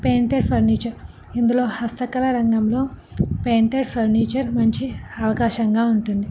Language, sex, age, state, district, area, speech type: Telugu, female, 18-30, Telangana, Ranga Reddy, urban, spontaneous